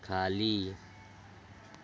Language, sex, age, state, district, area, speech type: Marathi, male, 18-30, Maharashtra, Thane, urban, read